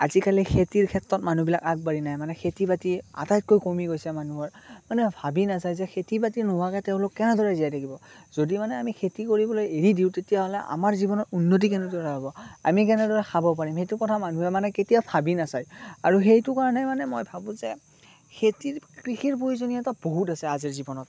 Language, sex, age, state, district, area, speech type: Assamese, male, 18-30, Assam, Morigaon, rural, spontaneous